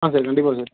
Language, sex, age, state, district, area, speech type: Tamil, male, 18-30, Tamil Nadu, Dharmapuri, rural, conversation